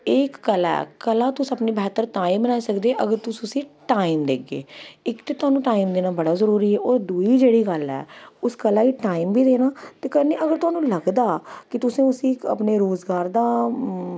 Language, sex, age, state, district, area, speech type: Dogri, female, 30-45, Jammu and Kashmir, Jammu, urban, spontaneous